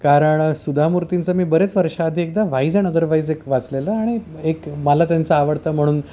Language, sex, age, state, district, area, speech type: Marathi, male, 30-45, Maharashtra, Yavatmal, urban, spontaneous